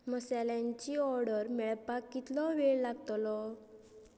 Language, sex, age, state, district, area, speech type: Goan Konkani, female, 30-45, Goa, Quepem, rural, read